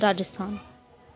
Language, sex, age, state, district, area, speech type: Dogri, female, 45-60, Jammu and Kashmir, Reasi, rural, spontaneous